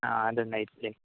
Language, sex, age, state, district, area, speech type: Kannada, male, 18-30, Karnataka, Udupi, rural, conversation